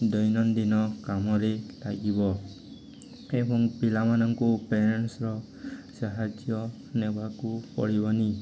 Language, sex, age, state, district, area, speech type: Odia, male, 18-30, Odisha, Nuapada, urban, spontaneous